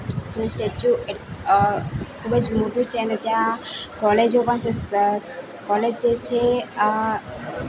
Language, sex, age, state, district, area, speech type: Gujarati, female, 18-30, Gujarat, Valsad, rural, spontaneous